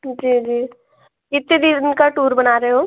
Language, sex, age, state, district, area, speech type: Hindi, female, 18-30, Madhya Pradesh, Betul, rural, conversation